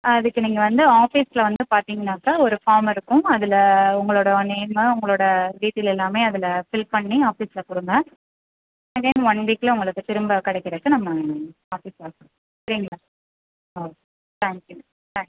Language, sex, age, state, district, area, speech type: Tamil, female, 30-45, Tamil Nadu, Pudukkottai, rural, conversation